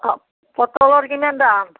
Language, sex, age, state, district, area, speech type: Assamese, female, 60+, Assam, Nalbari, rural, conversation